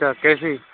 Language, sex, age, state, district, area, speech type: Urdu, male, 45-60, Uttar Pradesh, Muzaffarnagar, urban, conversation